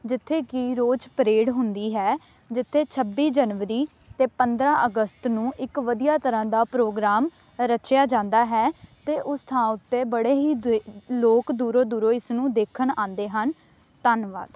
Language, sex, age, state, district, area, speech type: Punjabi, female, 18-30, Punjab, Amritsar, urban, spontaneous